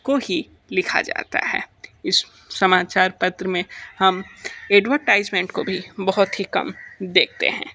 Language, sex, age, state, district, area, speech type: Hindi, male, 30-45, Uttar Pradesh, Sonbhadra, rural, spontaneous